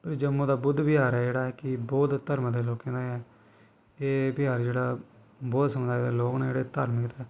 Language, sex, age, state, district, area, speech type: Dogri, male, 18-30, Jammu and Kashmir, Kathua, rural, spontaneous